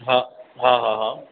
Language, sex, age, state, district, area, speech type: Sindhi, male, 30-45, Madhya Pradesh, Katni, urban, conversation